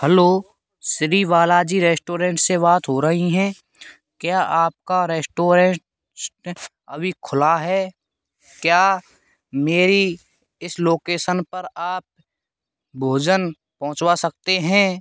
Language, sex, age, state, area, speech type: Hindi, male, 18-30, Rajasthan, rural, spontaneous